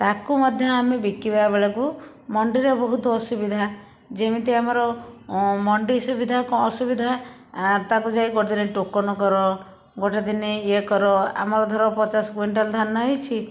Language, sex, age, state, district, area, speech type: Odia, female, 30-45, Odisha, Bhadrak, rural, spontaneous